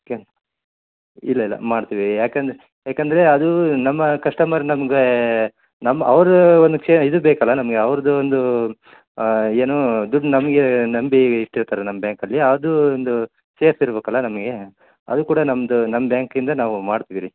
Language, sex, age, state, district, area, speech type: Kannada, male, 30-45, Karnataka, Koppal, rural, conversation